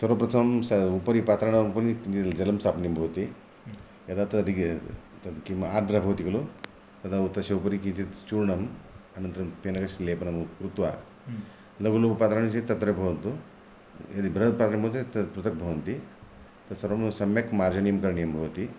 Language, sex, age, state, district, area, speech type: Sanskrit, male, 60+, Karnataka, Vijayapura, urban, spontaneous